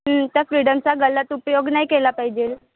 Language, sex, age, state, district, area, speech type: Marathi, female, 18-30, Maharashtra, Wardha, urban, conversation